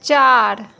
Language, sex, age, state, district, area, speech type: Hindi, female, 60+, Bihar, Madhepura, urban, read